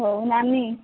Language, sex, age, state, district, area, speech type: Odia, female, 45-60, Odisha, Angul, rural, conversation